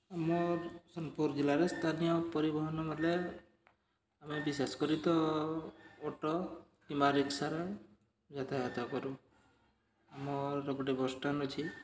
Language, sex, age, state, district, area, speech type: Odia, male, 30-45, Odisha, Subarnapur, urban, spontaneous